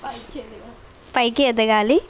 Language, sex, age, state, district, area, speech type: Telugu, female, 18-30, Telangana, Bhadradri Kothagudem, rural, spontaneous